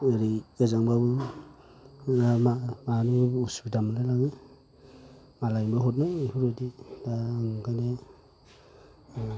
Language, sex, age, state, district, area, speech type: Bodo, male, 45-60, Assam, Kokrajhar, urban, spontaneous